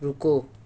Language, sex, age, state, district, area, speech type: Urdu, male, 18-30, Delhi, East Delhi, urban, read